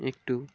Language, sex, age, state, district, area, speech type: Bengali, male, 18-30, West Bengal, Birbhum, urban, spontaneous